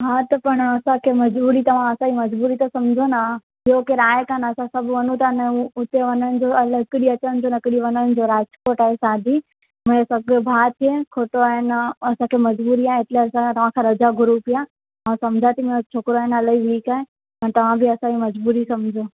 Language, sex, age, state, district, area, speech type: Sindhi, female, 18-30, Gujarat, Surat, urban, conversation